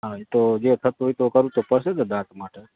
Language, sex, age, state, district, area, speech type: Gujarati, male, 30-45, Gujarat, Morbi, rural, conversation